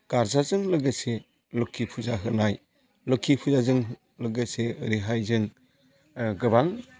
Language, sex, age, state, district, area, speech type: Bodo, male, 45-60, Assam, Chirang, rural, spontaneous